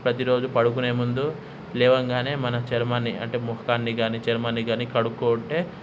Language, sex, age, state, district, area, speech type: Telugu, male, 30-45, Telangana, Hyderabad, rural, spontaneous